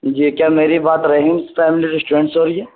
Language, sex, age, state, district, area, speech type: Urdu, male, 18-30, Bihar, Gaya, urban, conversation